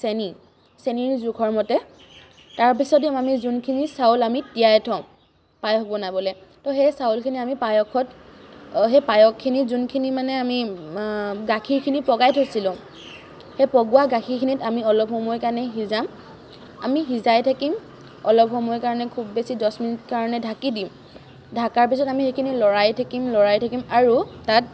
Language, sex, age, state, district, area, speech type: Assamese, female, 18-30, Assam, Charaideo, urban, spontaneous